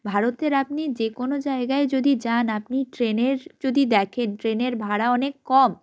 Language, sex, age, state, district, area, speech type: Bengali, female, 18-30, West Bengal, Jalpaiguri, rural, spontaneous